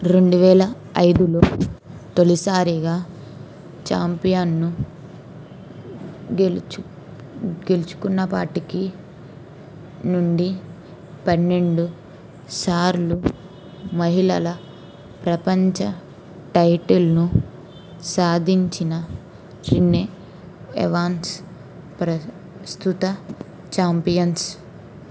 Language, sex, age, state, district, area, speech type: Telugu, female, 18-30, Andhra Pradesh, N T Rama Rao, urban, read